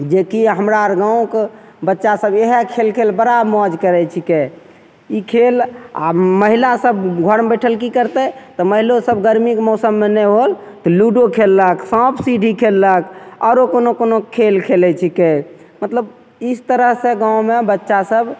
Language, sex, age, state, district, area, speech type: Maithili, male, 30-45, Bihar, Begusarai, urban, spontaneous